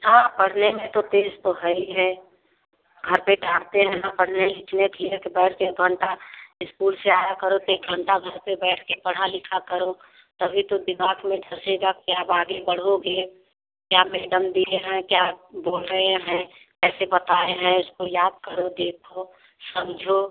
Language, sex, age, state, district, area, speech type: Hindi, female, 45-60, Uttar Pradesh, Prayagraj, rural, conversation